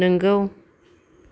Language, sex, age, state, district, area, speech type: Bodo, female, 45-60, Assam, Kokrajhar, rural, read